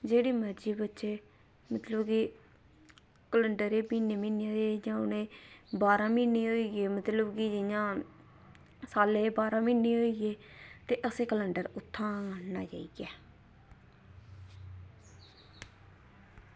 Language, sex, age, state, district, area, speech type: Dogri, female, 30-45, Jammu and Kashmir, Reasi, rural, spontaneous